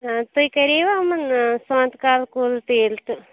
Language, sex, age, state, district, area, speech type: Kashmiri, female, 18-30, Jammu and Kashmir, Shopian, rural, conversation